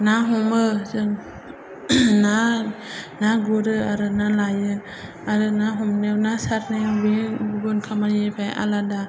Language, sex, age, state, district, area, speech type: Bodo, female, 30-45, Assam, Chirang, urban, spontaneous